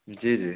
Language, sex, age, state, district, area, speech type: Hindi, male, 18-30, Bihar, Samastipur, rural, conversation